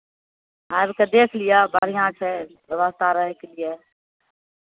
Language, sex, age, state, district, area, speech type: Maithili, female, 60+, Bihar, Madhepura, rural, conversation